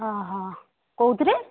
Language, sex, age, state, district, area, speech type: Odia, female, 60+, Odisha, Jharsuguda, rural, conversation